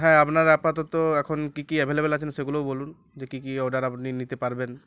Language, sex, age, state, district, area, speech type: Bengali, male, 18-30, West Bengal, Uttar Dinajpur, urban, spontaneous